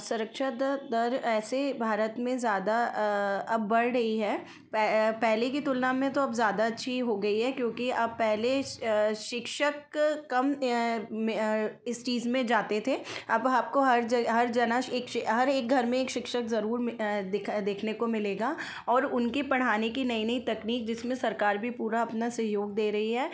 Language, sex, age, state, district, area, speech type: Hindi, female, 30-45, Madhya Pradesh, Ujjain, urban, spontaneous